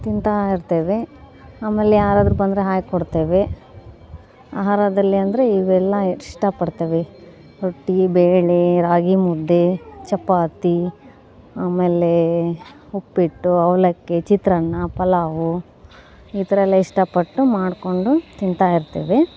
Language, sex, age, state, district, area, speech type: Kannada, female, 18-30, Karnataka, Gadag, rural, spontaneous